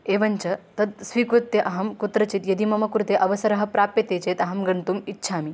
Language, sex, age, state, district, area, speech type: Sanskrit, female, 18-30, Maharashtra, Beed, rural, spontaneous